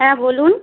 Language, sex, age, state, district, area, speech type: Bengali, female, 45-60, West Bengal, Jalpaiguri, rural, conversation